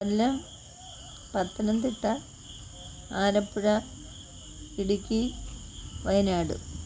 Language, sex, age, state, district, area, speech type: Malayalam, female, 45-60, Kerala, Kollam, rural, spontaneous